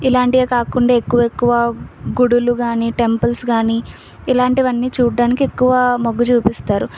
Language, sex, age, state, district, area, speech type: Telugu, female, 18-30, Andhra Pradesh, Visakhapatnam, rural, spontaneous